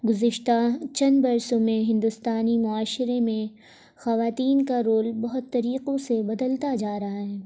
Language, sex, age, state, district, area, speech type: Urdu, female, 45-60, Uttar Pradesh, Lucknow, urban, spontaneous